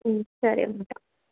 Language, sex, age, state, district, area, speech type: Telugu, female, 18-30, Telangana, Medak, urban, conversation